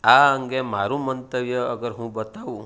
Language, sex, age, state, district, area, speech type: Gujarati, male, 45-60, Gujarat, Surat, urban, spontaneous